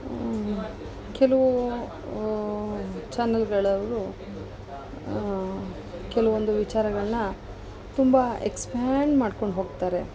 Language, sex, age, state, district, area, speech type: Kannada, female, 45-60, Karnataka, Mysore, urban, spontaneous